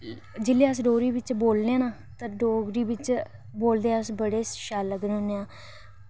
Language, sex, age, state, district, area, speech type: Dogri, female, 18-30, Jammu and Kashmir, Reasi, urban, spontaneous